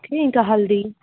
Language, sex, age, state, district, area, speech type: Telugu, female, 18-30, Telangana, Mancherial, rural, conversation